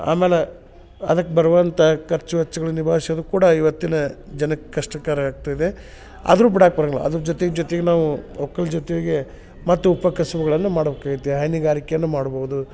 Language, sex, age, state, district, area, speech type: Kannada, male, 45-60, Karnataka, Dharwad, rural, spontaneous